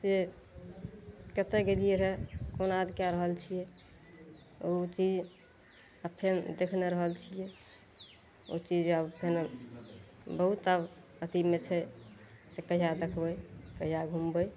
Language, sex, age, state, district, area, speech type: Maithili, female, 45-60, Bihar, Madhepura, rural, spontaneous